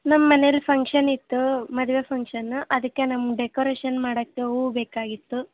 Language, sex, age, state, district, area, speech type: Kannada, female, 18-30, Karnataka, Koppal, rural, conversation